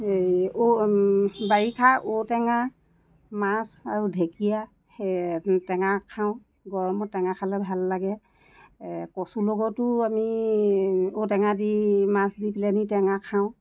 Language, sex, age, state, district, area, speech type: Assamese, female, 60+, Assam, Lakhimpur, urban, spontaneous